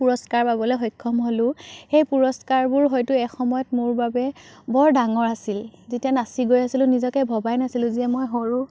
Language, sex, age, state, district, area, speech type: Assamese, female, 30-45, Assam, Biswanath, rural, spontaneous